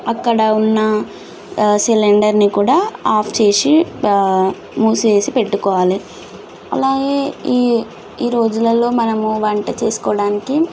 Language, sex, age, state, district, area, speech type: Telugu, female, 18-30, Telangana, Nalgonda, urban, spontaneous